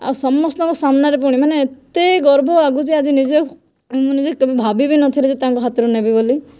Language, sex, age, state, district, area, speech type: Odia, female, 18-30, Odisha, Kandhamal, rural, spontaneous